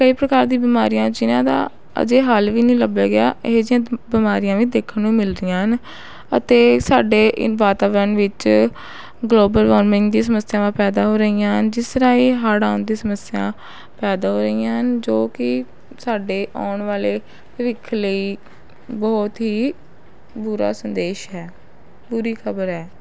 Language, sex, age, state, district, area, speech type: Punjabi, female, 18-30, Punjab, Rupnagar, urban, spontaneous